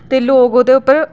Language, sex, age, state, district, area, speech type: Dogri, female, 18-30, Jammu and Kashmir, Jammu, rural, spontaneous